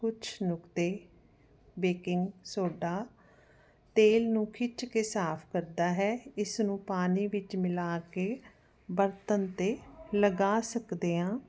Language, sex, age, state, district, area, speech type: Punjabi, female, 45-60, Punjab, Jalandhar, urban, spontaneous